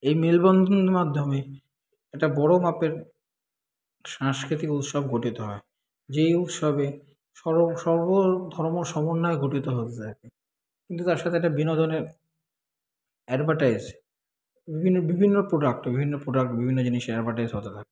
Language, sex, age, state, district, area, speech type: Bengali, male, 30-45, West Bengal, Kolkata, urban, spontaneous